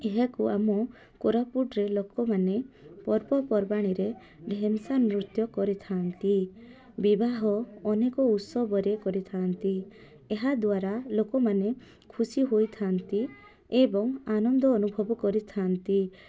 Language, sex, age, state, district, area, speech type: Odia, female, 18-30, Odisha, Koraput, urban, spontaneous